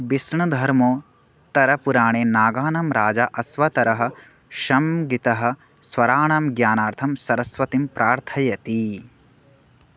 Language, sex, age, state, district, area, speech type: Sanskrit, male, 18-30, Odisha, Bargarh, rural, read